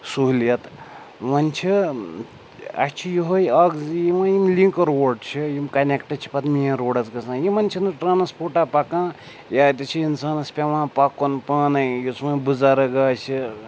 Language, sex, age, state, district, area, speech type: Kashmiri, male, 45-60, Jammu and Kashmir, Srinagar, urban, spontaneous